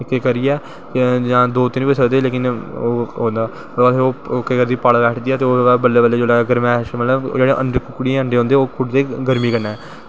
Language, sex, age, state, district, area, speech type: Dogri, male, 18-30, Jammu and Kashmir, Jammu, rural, spontaneous